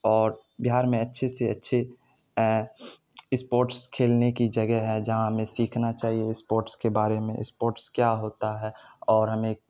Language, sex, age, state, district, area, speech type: Urdu, male, 30-45, Bihar, Supaul, urban, spontaneous